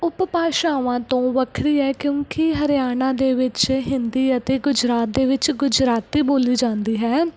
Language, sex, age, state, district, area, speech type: Punjabi, female, 18-30, Punjab, Mansa, rural, spontaneous